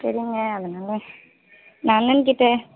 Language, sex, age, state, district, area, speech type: Tamil, female, 30-45, Tamil Nadu, Mayiladuthurai, urban, conversation